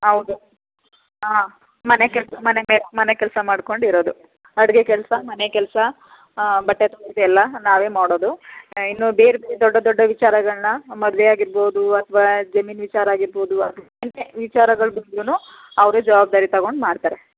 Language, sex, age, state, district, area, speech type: Kannada, female, 30-45, Karnataka, Chamarajanagar, rural, conversation